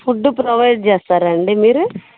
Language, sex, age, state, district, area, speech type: Telugu, female, 30-45, Andhra Pradesh, Bapatla, urban, conversation